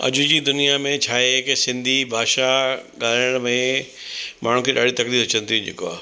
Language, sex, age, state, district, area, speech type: Sindhi, male, 60+, Delhi, South Delhi, urban, spontaneous